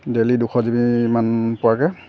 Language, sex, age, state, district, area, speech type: Assamese, male, 18-30, Assam, Golaghat, urban, spontaneous